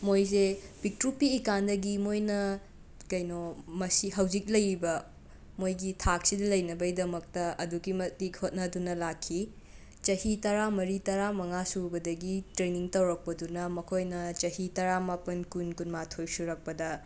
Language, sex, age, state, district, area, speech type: Manipuri, other, 45-60, Manipur, Imphal West, urban, spontaneous